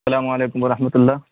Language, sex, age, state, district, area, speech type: Urdu, male, 18-30, Bihar, Purnia, rural, conversation